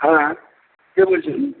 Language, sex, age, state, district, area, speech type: Bengali, male, 60+, West Bengal, Paschim Medinipur, rural, conversation